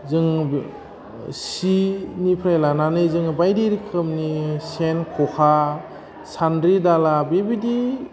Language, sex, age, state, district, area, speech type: Bodo, male, 18-30, Assam, Udalguri, urban, spontaneous